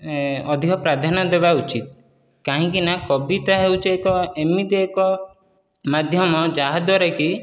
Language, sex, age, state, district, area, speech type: Odia, male, 18-30, Odisha, Dhenkanal, rural, spontaneous